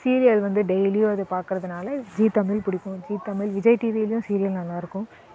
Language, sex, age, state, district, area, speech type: Tamil, female, 18-30, Tamil Nadu, Namakkal, rural, spontaneous